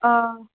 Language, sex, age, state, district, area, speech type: Kashmiri, female, 30-45, Jammu and Kashmir, Bandipora, rural, conversation